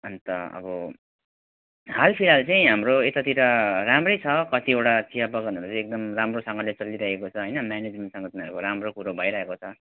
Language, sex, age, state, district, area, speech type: Nepali, male, 30-45, West Bengal, Alipurduar, urban, conversation